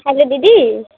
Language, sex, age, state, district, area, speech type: Bengali, female, 18-30, West Bengal, Darjeeling, urban, conversation